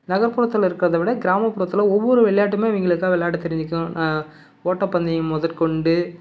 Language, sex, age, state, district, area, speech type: Tamil, male, 30-45, Tamil Nadu, Salem, rural, spontaneous